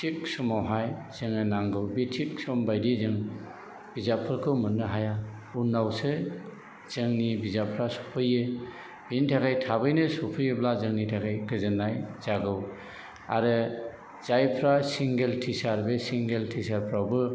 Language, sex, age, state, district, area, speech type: Bodo, male, 45-60, Assam, Chirang, rural, spontaneous